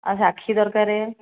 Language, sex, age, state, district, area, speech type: Odia, female, 45-60, Odisha, Dhenkanal, rural, conversation